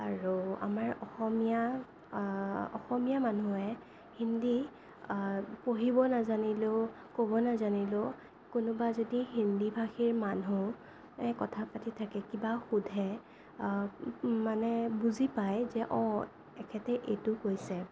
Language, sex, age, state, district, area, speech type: Assamese, female, 18-30, Assam, Sonitpur, rural, spontaneous